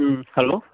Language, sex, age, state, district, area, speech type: Tamil, male, 45-60, Tamil Nadu, Mayiladuthurai, rural, conversation